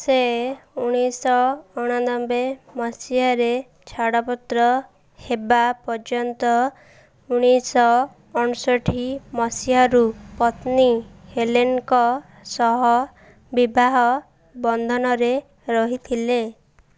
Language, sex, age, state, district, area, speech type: Odia, female, 18-30, Odisha, Koraput, urban, read